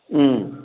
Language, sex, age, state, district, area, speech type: Manipuri, male, 60+, Manipur, Imphal East, rural, conversation